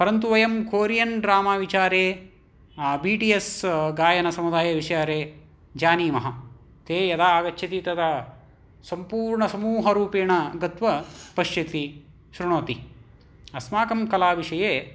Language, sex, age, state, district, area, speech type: Sanskrit, male, 18-30, Karnataka, Vijayanagara, urban, spontaneous